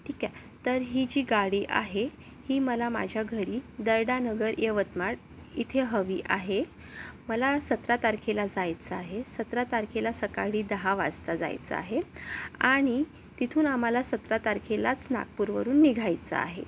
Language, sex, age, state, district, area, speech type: Marathi, female, 18-30, Maharashtra, Akola, urban, spontaneous